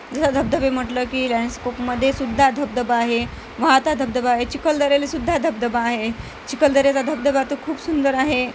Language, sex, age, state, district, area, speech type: Marathi, female, 30-45, Maharashtra, Amravati, urban, spontaneous